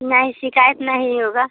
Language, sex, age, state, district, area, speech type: Hindi, female, 30-45, Bihar, Samastipur, rural, conversation